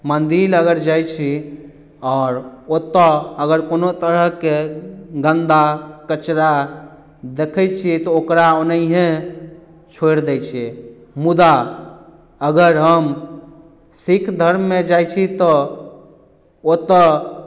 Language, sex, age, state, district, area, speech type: Maithili, male, 18-30, Bihar, Madhubani, rural, spontaneous